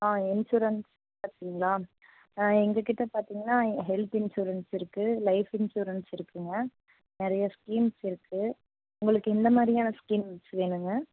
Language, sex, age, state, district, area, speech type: Tamil, female, 18-30, Tamil Nadu, Namakkal, rural, conversation